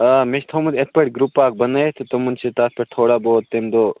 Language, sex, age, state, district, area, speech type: Kashmiri, male, 18-30, Jammu and Kashmir, Bandipora, rural, conversation